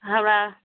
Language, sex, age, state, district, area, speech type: Maithili, female, 30-45, Bihar, Madhubani, rural, conversation